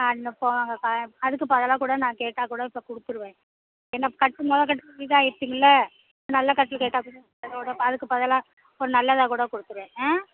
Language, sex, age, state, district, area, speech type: Tamil, female, 60+, Tamil Nadu, Pudukkottai, rural, conversation